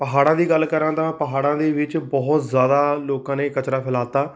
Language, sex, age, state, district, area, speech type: Punjabi, male, 30-45, Punjab, Rupnagar, urban, spontaneous